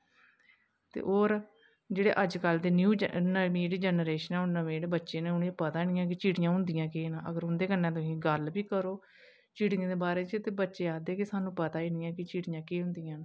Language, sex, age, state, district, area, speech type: Dogri, female, 30-45, Jammu and Kashmir, Kathua, rural, spontaneous